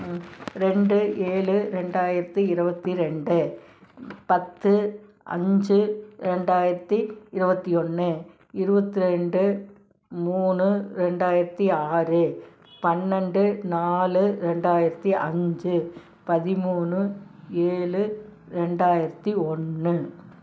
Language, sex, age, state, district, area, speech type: Tamil, female, 60+, Tamil Nadu, Tiruppur, rural, spontaneous